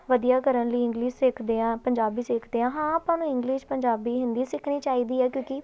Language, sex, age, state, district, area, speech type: Punjabi, female, 18-30, Punjab, Tarn Taran, urban, spontaneous